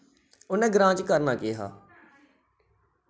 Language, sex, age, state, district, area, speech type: Dogri, male, 30-45, Jammu and Kashmir, Reasi, rural, spontaneous